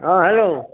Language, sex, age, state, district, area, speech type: Assamese, male, 60+, Assam, Majuli, urban, conversation